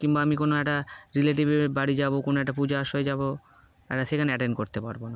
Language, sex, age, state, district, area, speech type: Bengali, male, 18-30, West Bengal, Darjeeling, urban, spontaneous